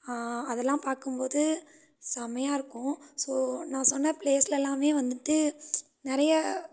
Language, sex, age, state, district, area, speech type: Tamil, female, 18-30, Tamil Nadu, Nilgiris, urban, spontaneous